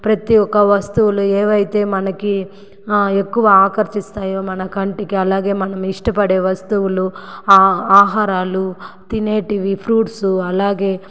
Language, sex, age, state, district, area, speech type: Telugu, female, 45-60, Andhra Pradesh, Sri Balaji, urban, spontaneous